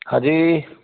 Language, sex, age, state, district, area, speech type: Hindi, male, 60+, Madhya Pradesh, Bhopal, urban, conversation